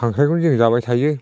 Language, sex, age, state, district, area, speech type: Bodo, male, 60+, Assam, Udalguri, rural, spontaneous